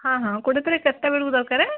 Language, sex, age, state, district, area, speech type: Odia, female, 18-30, Odisha, Kendujhar, urban, conversation